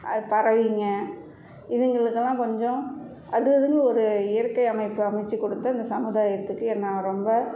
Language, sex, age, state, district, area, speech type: Tamil, female, 45-60, Tamil Nadu, Salem, rural, spontaneous